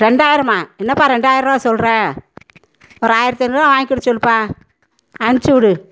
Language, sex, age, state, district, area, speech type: Tamil, female, 60+, Tamil Nadu, Madurai, urban, spontaneous